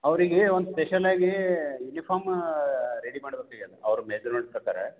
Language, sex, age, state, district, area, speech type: Kannada, male, 45-60, Karnataka, Gulbarga, urban, conversation